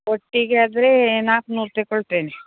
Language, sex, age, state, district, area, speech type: Kannada, female, 60+, Karnataka, Udupi, rural, conversation